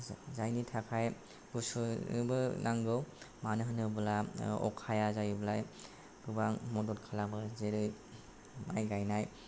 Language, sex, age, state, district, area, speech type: Bodo, male, 18-30, Assam, Kokrajhar, rural, spontaneous